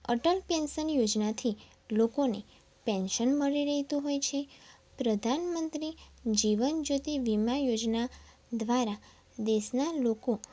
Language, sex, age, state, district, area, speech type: Gujarati, female, 18-30, Gujarat, Mehsana, rural, spontaneous